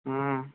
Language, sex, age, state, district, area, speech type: Telugu, male, 60+, Andhra Pradesh, West Godavari, rural, conversation